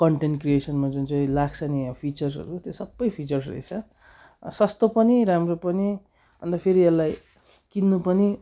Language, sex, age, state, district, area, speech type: Nepali, male, 18-30, West Bengal, Darjeeling, rural, spontaneous